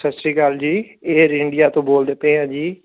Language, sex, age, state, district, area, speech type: Punjabi, male, 18-30, Punjab, Fazilka, rural, conversation